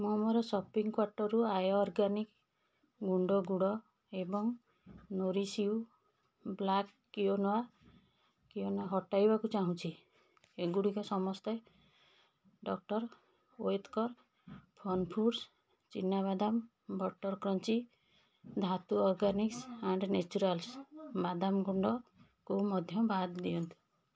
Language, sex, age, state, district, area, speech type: Odia, female, 45-60, Odisha, Puri, urban, read